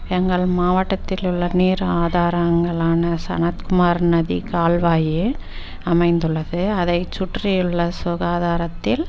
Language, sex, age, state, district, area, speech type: Tamil, female, 30-45, Tamil Nadu, Dharmapuri, rural, spontaneous